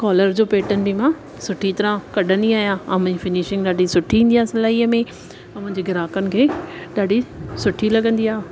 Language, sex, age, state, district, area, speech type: Sindhi, female, 30-45, Gujarat, Surat, urban, spontaneous